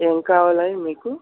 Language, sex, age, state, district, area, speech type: Telugu, male, 60+, Andhra Pradesh, N T Rama Rao, urban, conversation